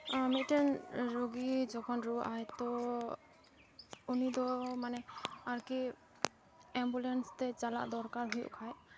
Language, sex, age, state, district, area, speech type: Santali, female, 18-30, West Bengal, Malda, rural, spontaneous